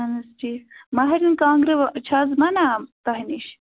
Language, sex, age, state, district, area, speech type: Kashmiri, female, 18-30, Jammu and Kashmir, Bandipora, rural, conversation